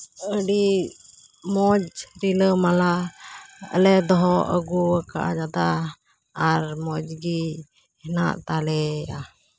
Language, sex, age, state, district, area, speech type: Santali, female, 30-45, West Bengal, Uttar Dinajpur, rural, spontaneous